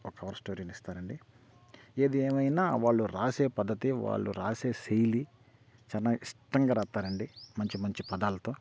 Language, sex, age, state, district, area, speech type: Telugu, male, 45-60, Andhra Pradesh, Bapatla, rural, spontaneous